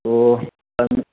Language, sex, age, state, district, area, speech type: Manipuri, male, 18-30, Manipur, Thoubal, rural, conversation